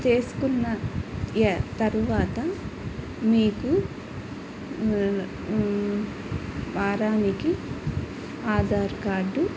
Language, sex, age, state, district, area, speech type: Telugu, female, 30-45, Andhra Pradesh, N T Rama Rao, urban, spontaneous